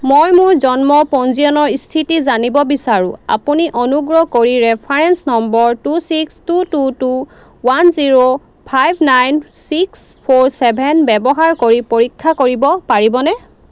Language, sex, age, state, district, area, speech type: Assamese, female, 30-45, Assam, Golaghat, rural, read